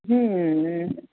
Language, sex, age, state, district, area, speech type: Odia, female, 45-60, Odisha, Sundergarh, rural, conversation